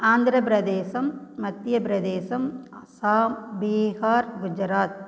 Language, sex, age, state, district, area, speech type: Tamil, female, 30-45, Tamil Nadu, Namakkal, rural, spontaneous